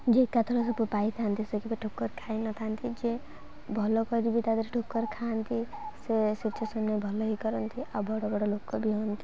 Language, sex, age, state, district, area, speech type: Odia, female, 18-30, Odisha, Kendrapara, urban, spontaneous